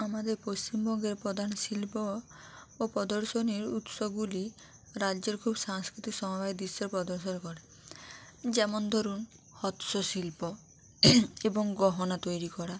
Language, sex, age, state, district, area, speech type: Bengali, female, 45-60, West Bengal, Hooghly, urban, spontaneous